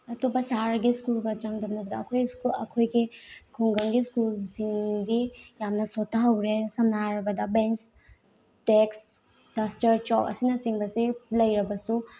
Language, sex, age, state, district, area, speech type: Manipuri, female, 18-30, Manipur, Bishnupur, rural, spontaneous